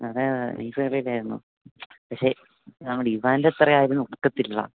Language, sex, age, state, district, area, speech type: Malayalam, male, 18-30, Kerala, Idukki, rural, conversation